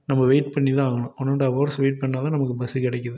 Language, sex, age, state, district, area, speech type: Tamil, male, 45-60, Tamil Nadu, Salem, rural, spontaneous